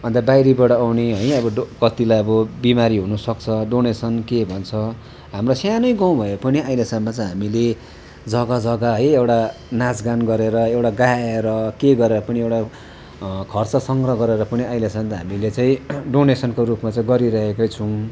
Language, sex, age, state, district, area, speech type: Nepali, male, 60+, West Bengal, Darjeeling, rural, spontaneous